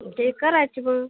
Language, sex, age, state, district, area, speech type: Marathi, female, 30-45, Maharashtra, Washim, rural, conversation